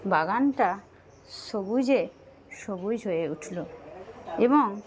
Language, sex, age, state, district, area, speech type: Bengali, female, 60+, West Bengal, Paschim Medinipur, rural, spontaneous